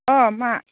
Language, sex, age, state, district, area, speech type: Bodo, female, 18-30, Assam, Udalguri, urban, conversation